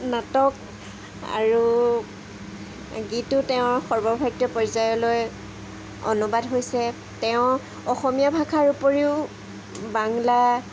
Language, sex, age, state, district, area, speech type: Assamese, female, 30-45, Assam, Jorhat, urban, spontaneous